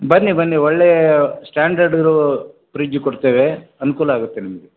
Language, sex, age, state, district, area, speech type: Kannada, male, 60+, Karnataka, Koppal, rural, conversation